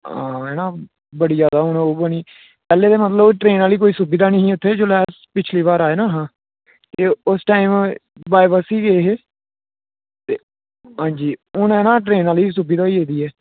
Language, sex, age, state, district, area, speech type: Dogri, male, 18-30, Jammu and Kashmir, Jammu, rural, conversation